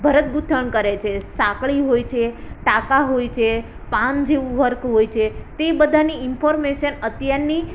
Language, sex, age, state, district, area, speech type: Gujarati, female, 18-30, Gujarat, Ahmedabad, urban, spontaneous